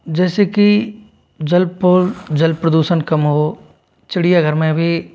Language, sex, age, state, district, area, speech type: Hindi, male, 60+, Rajasthan, Jaipur, urban, spontaneous